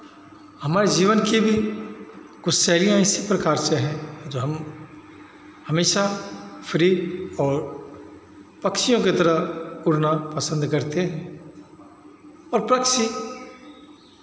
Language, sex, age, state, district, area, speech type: Hindi, male, 45-60, Bihar, Begusarai, rural, spontaneous